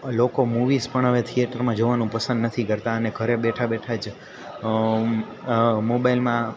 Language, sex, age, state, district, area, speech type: Gujarati, male, 18-30, Gujarat, Junagadh, urban, spontaneous